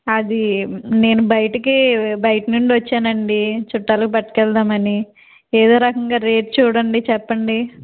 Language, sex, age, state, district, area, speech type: Telugu, female, 45-60, Andhra Pradesh, Konaseema, rural, conversation